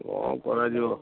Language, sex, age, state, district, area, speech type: Odia, male, 45-60, Odisha, Nayagarh, rural, conversation